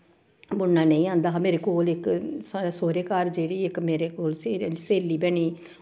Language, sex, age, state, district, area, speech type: Dogri, female, 45-60, Jammu and Kashmir, Samba, rural, spontaneous